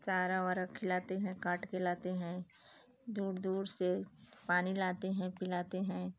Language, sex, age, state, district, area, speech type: Hindi, female, 45-60, Uttar Pradesh, Pratapgarh, rural, spontaneous